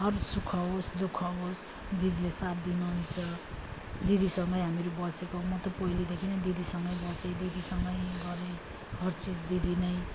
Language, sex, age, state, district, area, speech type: Nepali, female, 30-45, West Bengal, Darjeeling, rural, spontaneous